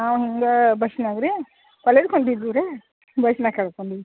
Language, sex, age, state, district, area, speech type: Kannada, female, 60+, Karnataka, Belgaum, rural, conversation